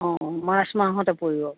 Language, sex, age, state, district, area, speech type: Assamese, female, 60+, Assam, Dibrugarh, rural, conversation